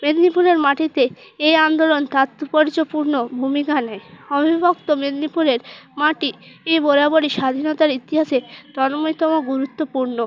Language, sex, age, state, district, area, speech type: Bengali, female, 18-30, West Bengal, Purba Medinipur, rural, spontaneous